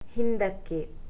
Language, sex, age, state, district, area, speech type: Kannada, female, 18-30, Karnataka, Shimoga, rural, read